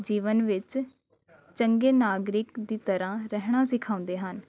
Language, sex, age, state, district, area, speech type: Punjabi, female, 18-30, Punjab, Amritsar, urban, spontaneous